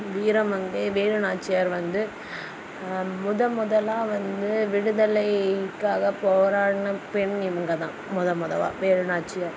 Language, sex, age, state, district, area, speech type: Tamil, female, 18-30, Tamil Nadu, Kanyakumari, rural, spontaneous